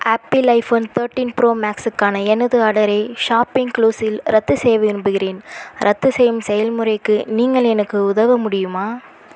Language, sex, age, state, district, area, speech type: Tamil, female, 18-30, Tamil Nadu, Vellore, urban, read